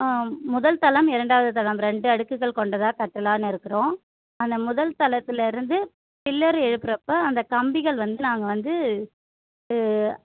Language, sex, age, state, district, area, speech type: Tamil, female, 30-45, Tamil Nadu, Kanchipuram, urban, conversation